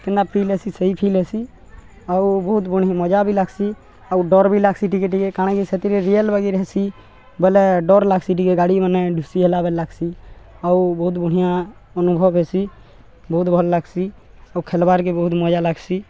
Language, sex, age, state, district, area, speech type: Odia, male, 18-30, Odisha, Balangir, urban, spontaneous